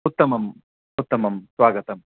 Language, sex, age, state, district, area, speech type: Sanskrit, male, 30-45, Karnataka, Bangalore Urban, urban, conversation